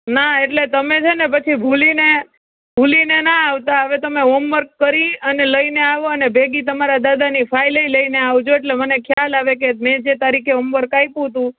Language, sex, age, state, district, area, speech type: Gujarati, female, 30-45, Gujarat, Rajkot, urban, conversation